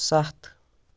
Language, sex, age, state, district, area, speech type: Kashmiri, male, 45-60, Jammu and Kashmir, Baramulla, rural, read